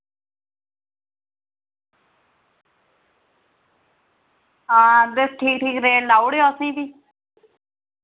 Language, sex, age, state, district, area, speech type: Dogri, female, 30-45, Jammu and Kashmir, Reasi, rural, conversation